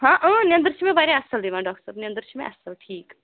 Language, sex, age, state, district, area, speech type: Kashmiri, female, 45-60, Jammu and Kashmir, Srinagar, urban, conversation